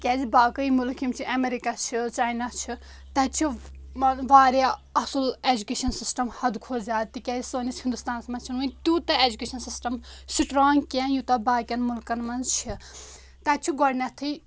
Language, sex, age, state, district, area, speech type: Kashmiri, female, 18-30, Jammu and Kashmir, Kulgam, rural, spontaneous